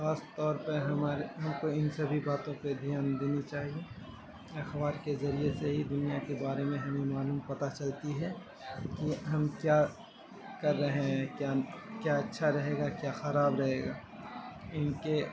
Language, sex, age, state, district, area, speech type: Urdu, male, 18-30, Bihar, Saharsa, rural, spontaneous